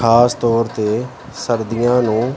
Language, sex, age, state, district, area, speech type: Punjabi, male, 30-45, Punjab, Pathankot, urban, spontaneous